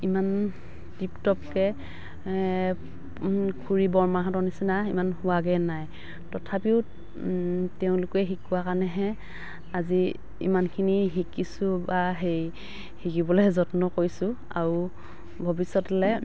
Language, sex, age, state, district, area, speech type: Assamese, female, 45-60, Assam, Dhemaji, urban, spontaneous